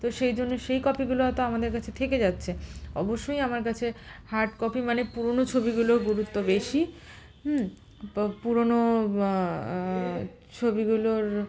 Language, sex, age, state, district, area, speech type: Bengali, female, 30-45, West Bengal, Malda, rural, spontaneous